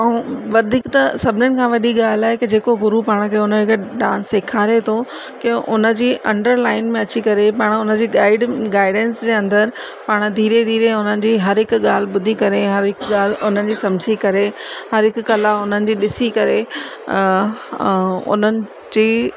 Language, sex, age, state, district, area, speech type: Sindhi, female, 30-45, Rajasthan, Ajmer, urban, spontaneous